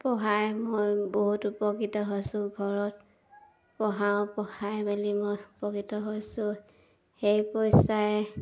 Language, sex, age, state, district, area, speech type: Assamese, female, 30-45, Assam, Sivasagar, rural, spontaneous